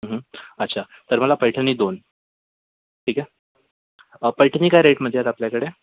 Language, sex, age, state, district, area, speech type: Marathi, male, 18-30, Maharashtra, Yavatmal, urban, conversation